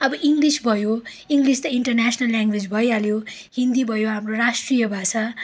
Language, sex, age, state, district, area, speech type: Nepali, female, 18-30, West Bengal, Darjeeling, rural, spontaneous